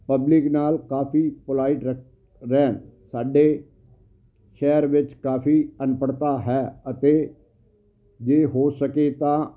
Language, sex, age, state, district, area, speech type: Punjabi, male, 60+, Punjab, Fazilka, rural, spontaneous